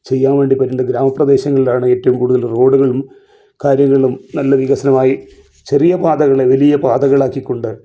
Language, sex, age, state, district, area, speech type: Malayalam, male, 45-60, Kerala, Kasaragod, rural, spontaneous